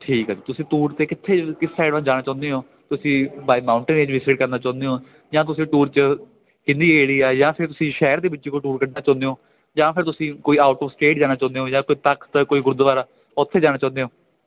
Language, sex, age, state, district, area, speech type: Punjabi, male, 18-30, Punjab, Ludhiana, rural, conversation